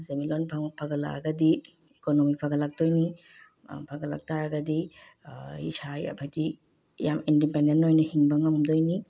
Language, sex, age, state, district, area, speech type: Manipuri, female, 30-45, Manipur, Bishnupur, rural, spontaneous